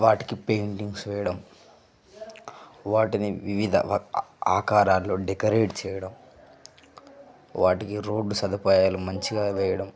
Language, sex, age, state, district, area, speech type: Telugu, male, 18-30, Telangana, Nirmal, rural, spontaneous